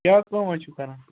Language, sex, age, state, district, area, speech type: Kashmiri, male, 30-45, Jammu and Kashmir, Ganderbal, rural, conversation